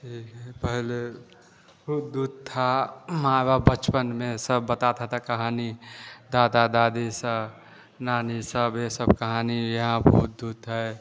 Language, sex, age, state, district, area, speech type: Hindi, male, 30-45, Bihar, Vaishali, urban, spontaneous